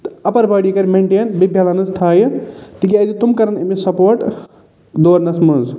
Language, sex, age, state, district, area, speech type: Kashmiri, male, 45-60, Jammu and Kashmir, Budgam, urban, spontaneous